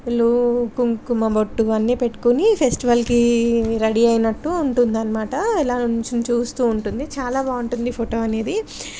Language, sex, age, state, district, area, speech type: Telugu, female, 30-45, Andhra Pradesh, Anakapalli, rural, spontaneous